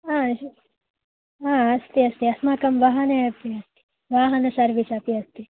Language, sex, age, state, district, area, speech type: Sanskrit, female, 18-30, Karnataka, Dakshina Kannada, urban, conversation